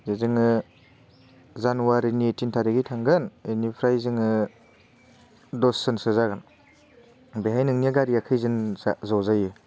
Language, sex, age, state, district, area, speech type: Bodo, male, 18-30, Assam, Baksa, rural, spontaneous